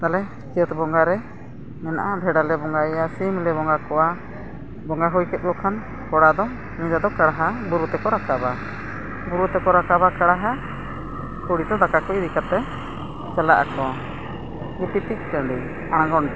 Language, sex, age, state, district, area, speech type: Santali, female, 60+, Odisha, Mayurbhanj, rural, spontaneous